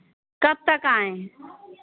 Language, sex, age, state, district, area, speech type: Hindi, female, 45-60, Uttar Pradesh, Pratapgarh, rural, conversation